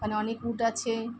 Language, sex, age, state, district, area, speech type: Bengali, female, 45-60, West Bengal, Kolkata, urban, spontaneous